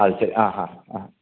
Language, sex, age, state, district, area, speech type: Malayalam, male, 45-60, Kerala, Pathanamthitta, rural, conversation